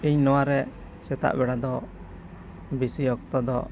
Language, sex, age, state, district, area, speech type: Santali, male, 18-30, West Bengal, Bankura, rural, spontaneous